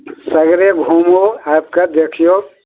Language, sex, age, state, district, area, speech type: Maithili, male, 60+, Bihar, Araria, rural, conversation